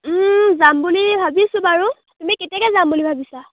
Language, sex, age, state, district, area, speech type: Assamese, female, 18-30, Assam, Dhemaji, rural, conversation